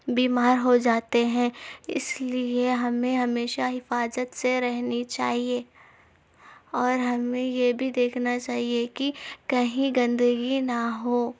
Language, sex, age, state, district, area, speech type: Urdu, female, 18-30, Telangana, Hyderabad, urban, spontaneous